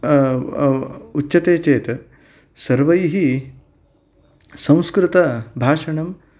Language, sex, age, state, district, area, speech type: Sanskrit, male, 30-45, Karnataka, Uttara Kannada, urban, spontaneous